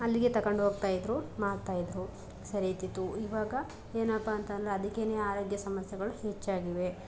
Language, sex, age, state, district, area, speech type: Kannada, female, 30-45, Karnataka, Chamarajanagar, rural, spontaneous